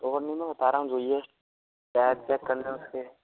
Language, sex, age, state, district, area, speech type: Hindi, male, 45-60, Rajasthan, Karauli, rural, conversation